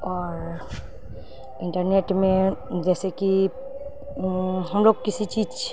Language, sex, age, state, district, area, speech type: Urdu, female, 30-45, Bihar, Khagaria, rural, spontaneous